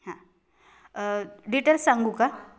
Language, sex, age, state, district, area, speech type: Marathi, female, 45-60, Maharashtra, Kolhapur, urban, spontaneous